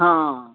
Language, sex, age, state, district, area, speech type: Maithili, female, 60+, Bihar, Araria, rural, conversation